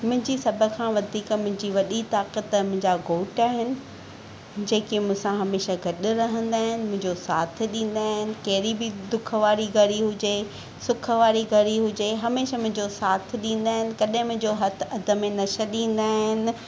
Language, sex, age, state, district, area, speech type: Sindhi, female, 30-45, Maharashtra, Thane, urban, spontaneous